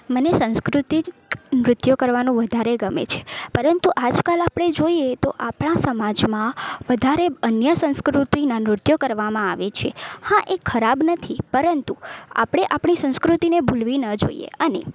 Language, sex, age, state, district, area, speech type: Gujarati, female, 18-30, Gujarat, Valsad, rural, spontaneous